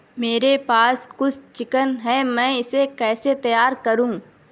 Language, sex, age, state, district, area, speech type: Urdu, female, 18-30, Uttar Pradesh, Shahjahanpur, urban, read